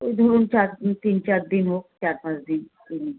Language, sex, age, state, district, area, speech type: Bengali, female, 60+, West Bengal, Kolkata, urban, conversation